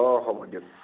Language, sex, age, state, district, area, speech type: Assamese, male, 30-45, Assam, Nagaon, rural, conversation